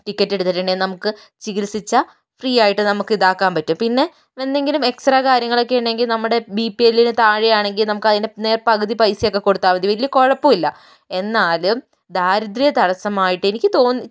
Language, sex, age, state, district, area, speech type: Malayalam, female, 60+, Kerala, Kozhikode, rural, spontaneous